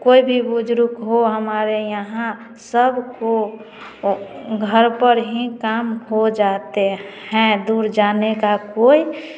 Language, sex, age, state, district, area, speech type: Hindi, female, 30-45, Bihar, Samastipur, rural, spontaneous